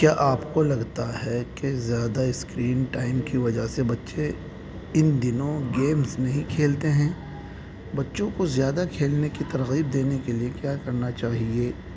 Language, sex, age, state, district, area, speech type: Urdu, male, 45-60, Delhi, South Delhi, urban, spontaneous